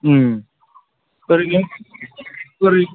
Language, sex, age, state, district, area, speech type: Bodo, male, 18-30, Assam, Udalguri, urban, conversation